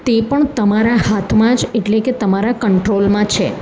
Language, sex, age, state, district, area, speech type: Gujarati, female, 45-60, Gujarat, Surat, urban, spontaneous